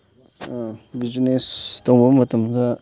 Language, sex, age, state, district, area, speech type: Manipuri, male, 18-30, Manipur, Chandel, rural, spontaneous